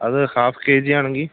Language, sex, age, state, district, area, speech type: Malayalam, male, 18-30, Kerala, Kollam, rural, conversation